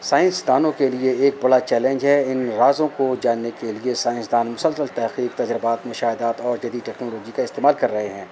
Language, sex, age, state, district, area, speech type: Urdu, male, 45-60, Uttar Pradesh, Rampur, urban, spontaneous